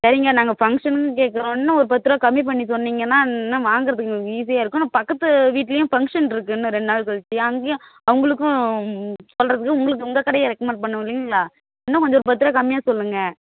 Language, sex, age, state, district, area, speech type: Tamil, female, 18-30, Tamil Nadu, Kallakurichi, urban, conversation